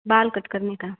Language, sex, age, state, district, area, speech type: Hindi, female, 18-30, Uttar Pradesh, Chandauli, urban, conversation